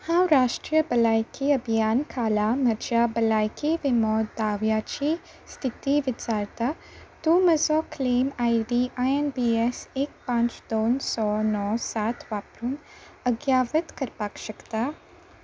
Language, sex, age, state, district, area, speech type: Goan Konkani, female, 18-30, Goa, Salcete, rural, read